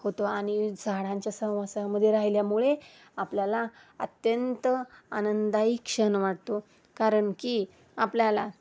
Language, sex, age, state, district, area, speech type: Marathi, female, 30-45, Maharashtra, Osmanabad, rural, spontaneous